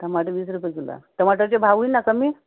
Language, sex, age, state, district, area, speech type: Marathi, female, 30-45, Maharashtra, Amravati, urban, conversation